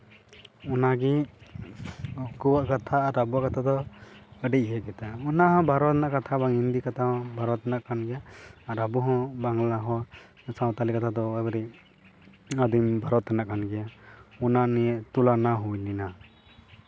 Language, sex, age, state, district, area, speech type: Santali, male, 18-30, West Bengal, Purba Bardhaman, rural, spontaneous